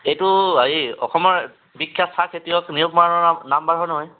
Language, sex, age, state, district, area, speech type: Assamese, male, 18-30, Assam, Tinsukia, urban, conversation